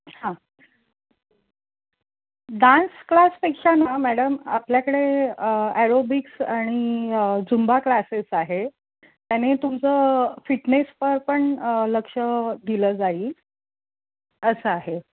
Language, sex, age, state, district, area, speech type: Marathi, female, 45-60, Maharashtra, Mumbai Suburban, urban, conversation